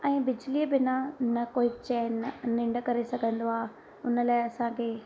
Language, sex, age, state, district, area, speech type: Sindhi, female, 30-45, Gujarat, Surat, urban, spontaneous